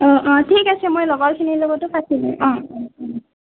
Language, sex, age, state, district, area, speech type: Assamese, female, 60+, Assam, Nagaon, rural, conversation